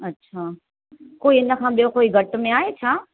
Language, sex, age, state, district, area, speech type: Sindhi, female, 45-60, Maharashtra, Thane, urban, conversation